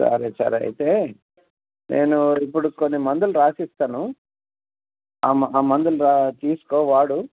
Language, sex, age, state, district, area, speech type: Telugu, male, 60+, Telangana, Hyderabad, rural, conversation